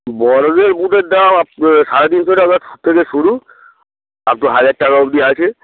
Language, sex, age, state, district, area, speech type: Bengali, male, 45-60, West Bengal, Hooghly, rural, conversation